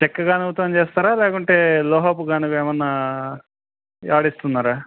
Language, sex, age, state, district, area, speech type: Telugu, male, 30-45, Andhra Pradesh, Kadapa, urban, conversation